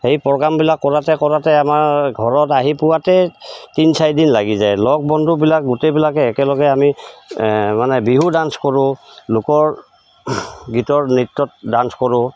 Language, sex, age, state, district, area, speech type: Assamese, male, 45-60, Assam, Goalpara, rural, spontaneous